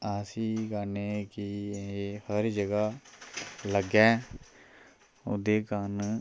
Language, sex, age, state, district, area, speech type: Dogri, male, 30-45, Jammu and Kashmir, Kathua, rural, spontaneous